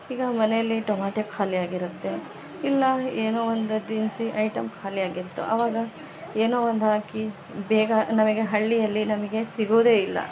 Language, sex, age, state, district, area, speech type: Kannada, female, 30-45, Karnataka, Vijayanagara, rural, spontaneous